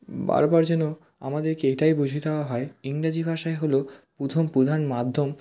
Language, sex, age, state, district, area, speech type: Bengali, male, 18-30, West Bengal, South 24 Parganas, rural, spontaneous